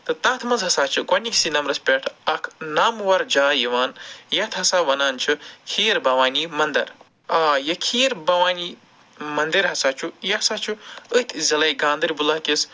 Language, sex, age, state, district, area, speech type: Kashmiri, male, 45-60, Jammu and Kashmir, Ganderbal, urban, spontaneous